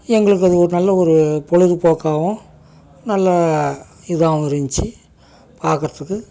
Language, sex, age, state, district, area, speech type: Tamil, male, 60+, Tamil Nadu, Dharmapuri, urban, spontaneous